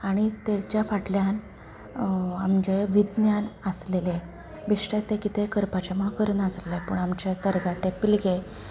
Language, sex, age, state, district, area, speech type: Goan Konkani, female, 30-45, Goa, Canacona, urban, spontaneous